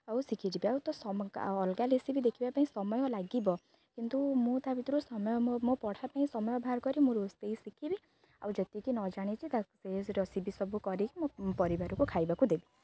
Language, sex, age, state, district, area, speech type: Odia, female, 18-30, Odisha, Jagatsinghpur, rural, spontaneous